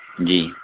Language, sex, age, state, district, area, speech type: Urdu, male, 18-30, Uttar Pradesh, Saharanpur, urban, conversation